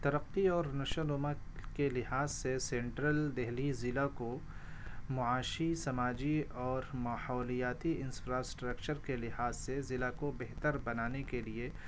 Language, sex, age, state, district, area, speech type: Urdu, male, 45-60, Delhi, Central Delhi, urban, spontaneous